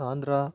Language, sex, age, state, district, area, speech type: Tamil, male, 18-30, Tamil Nadu, Tiruvannamalai, urban, spontaneous